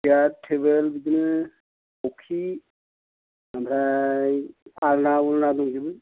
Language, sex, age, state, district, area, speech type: Bodo, male, 45-60, Assam, Kokrajhar, urban, conversation